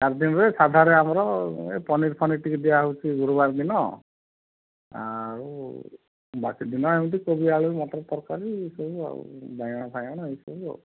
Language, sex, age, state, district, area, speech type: Odia, male, 45-60, Odisha, Kalahandi, rural, conversation